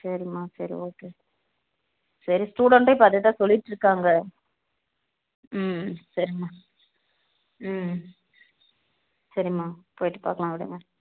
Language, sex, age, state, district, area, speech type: Tamil, female, 18-30, Tamil Nadu, Dharmapuri, rural, conversation